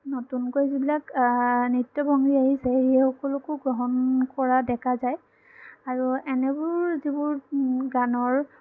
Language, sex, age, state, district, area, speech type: Assamese, female, 18-30, Assam, Sonitpur, rural, spontaneous